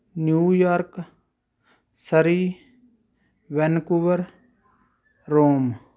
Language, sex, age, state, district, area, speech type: Punjabi, male, 30-45, Punjab, Rupnagar, urban, spontaneous